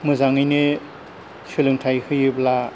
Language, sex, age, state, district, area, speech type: Bodo, male, 60+, Assam, Kokrajhar, rural, spontaneous